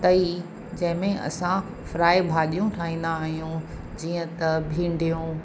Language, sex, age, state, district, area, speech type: Sindhi, female, 45-60, Maharashtra, Mumbai Suburban, urban, spontaneous